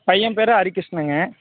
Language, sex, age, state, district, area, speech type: Tamil, male, 18-30, Tamil Nadu, Madurai, rural, conversation